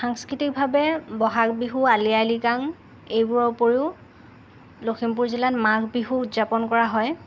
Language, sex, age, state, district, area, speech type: Assamese, female, 30-45, Assam, Lakhimpur, rural, spontaneous